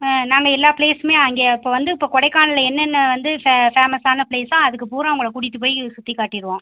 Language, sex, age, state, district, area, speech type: Tamil, female, 30-45, Tamil Nadu, Pudukkottai, rural, conversation